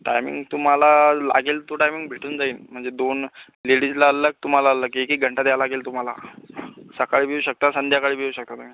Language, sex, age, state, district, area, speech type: Marathi, male, 30-45, Maharashtra, Buldhana, urban, conversation